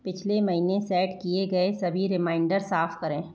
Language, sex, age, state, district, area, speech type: Hindi, female, 30-45, Rajasthan, Jaipur, urban, read